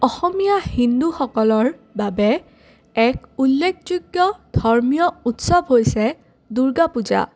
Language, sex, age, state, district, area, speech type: Assamese, female, 18-30, Assam, Udalguri, rural, spontaneous